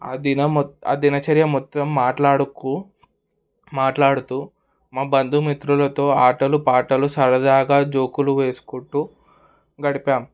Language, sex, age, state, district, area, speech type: Telugu, male, 18-30, Telangana, Hyderabad, urban, spontaneous